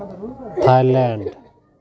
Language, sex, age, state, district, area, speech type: Santali, male, 45-60, West Bengal, Paschim Bardhaman, urban, spontaneous